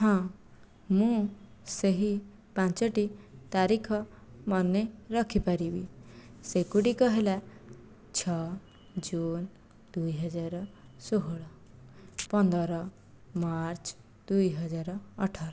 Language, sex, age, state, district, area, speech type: Odia, female, 18-30, Odisha, Jajpur, rural, spontaneous